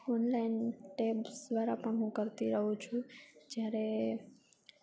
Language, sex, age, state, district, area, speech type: Gujarati, female, 18-30, Gujarat, Junagadh, urban, spontaneous